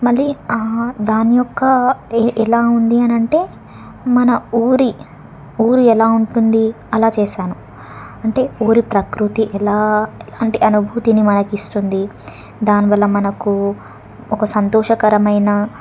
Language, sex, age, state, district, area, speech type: Telugu, female, 18-30, Telangana, Suryapet, urban, spontaneous